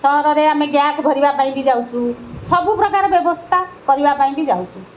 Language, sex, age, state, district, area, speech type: Odia, female, 60+, Odisha, Kendrapara, urban, spontaneous